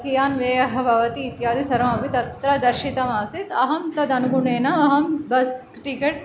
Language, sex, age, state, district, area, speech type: Sanskrit, female, 18-30, Andhra Pradesh, Chittoor, urban, spontaneous